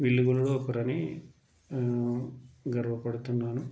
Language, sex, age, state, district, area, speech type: Telugu, male, 30-45, Telangana, Mancherial, rural, spontaneous